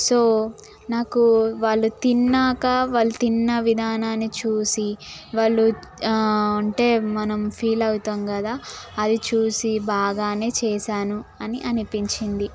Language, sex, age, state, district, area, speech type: Telugu, female, 18-30, Telangana, Mahbubnagar, rural, spontaneous